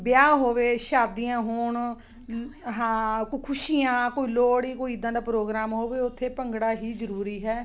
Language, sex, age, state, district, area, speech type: Punjabi, female, 45-60, Punjab, Ludhiana, urban, spontaneous